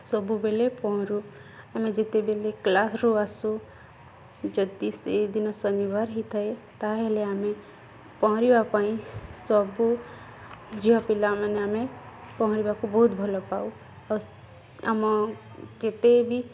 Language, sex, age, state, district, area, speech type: Odia, female, 18-30, Odisha, Balangir, urban, spontaneous